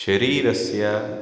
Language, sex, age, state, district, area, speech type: Sanskrit, male, 30-45, Karnataka, Shimoga, rural, spontaneous